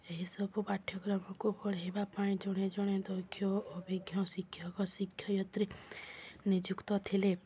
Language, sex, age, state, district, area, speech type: Odia, female, 18-30, Odisha, Subarnapur, urban, spontaneous